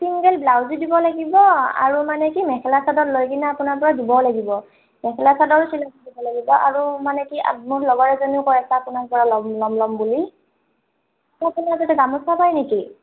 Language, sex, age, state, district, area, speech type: Assamese, female, 30-45, Assam, Morigaon, rural, conversation